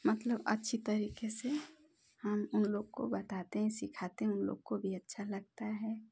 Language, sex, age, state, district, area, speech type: Hindi, female, 30-45, Uttar Pradesh, Ghazipur, rural, spontaneous